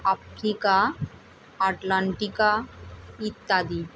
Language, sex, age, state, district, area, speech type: Bengali, female, 30-45, West Bengal, Purba Medinipur, rural, spontaneous